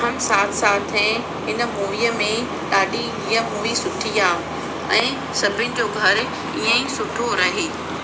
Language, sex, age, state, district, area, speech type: Sindhi, female, 30-45, Madhya Pradesh, Katni, rural, spontaneous